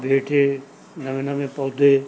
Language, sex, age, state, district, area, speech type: Punjabi, male, 60+, Punjab, Mansa, urban, spontaneous